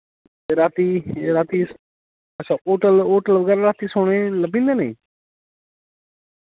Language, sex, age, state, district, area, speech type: Dogri, male, 18-30, Jammu and Kashmir, Samba, rural, conversation